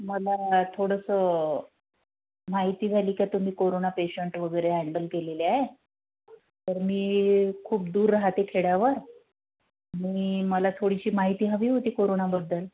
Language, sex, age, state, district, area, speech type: Marathi, female, 30-45, Maharashtra, Amravati, urban, conversation